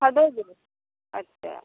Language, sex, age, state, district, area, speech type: Hindi, female, 45-60, Uttar Pradesh, Hardoi, rural, conversation